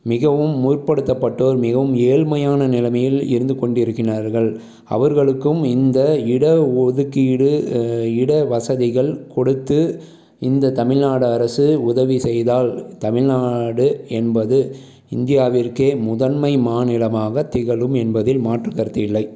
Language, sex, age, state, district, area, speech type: Tamil, male, 30-45, Tamil Nadu, Salem, urban, spontaneous